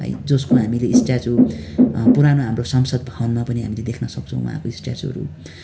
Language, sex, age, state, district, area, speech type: Nepali, male, 18-30, West Bengal, Darjeeling, rural, spontaneous